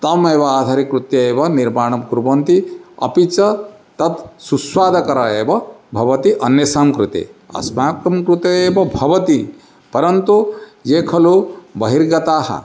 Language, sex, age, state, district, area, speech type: Sanskrit, male, 45-60, Odisha, Cuttack, urban, spontaneous